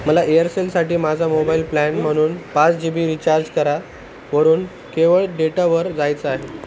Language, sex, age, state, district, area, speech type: Marathi, male, 30-45, Maharashtra, Nanded, rural, read